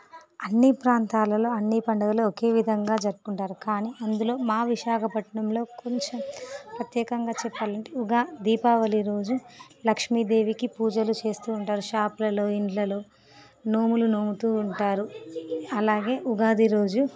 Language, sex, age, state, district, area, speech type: Telugu, female, 30-45, Andhra Pradesh, Visakhapatnam, urban, spontaneous